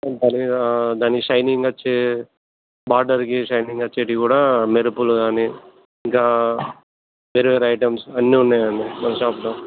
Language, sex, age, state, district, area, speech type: Telugu, male, 30-45, Telangana, Peddapalli, urban, conversation